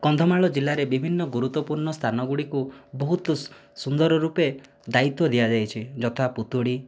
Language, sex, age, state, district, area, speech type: Odia, male, 30-45, Odisha, Kandhamal, rural, spontaneous